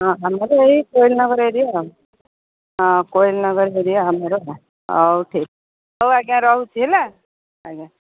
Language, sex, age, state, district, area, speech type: Odia, female, 45-60, Odisha, Sundergarh, rural, conversation